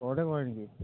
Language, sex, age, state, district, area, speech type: Assamese, male, 30-45, Assam, Barpeta, rural, conversation